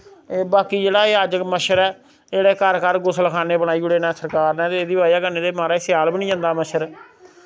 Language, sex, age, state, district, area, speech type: Dogri, male, 30-45, Jammu and Kashmir, Samba, rural, spontaneous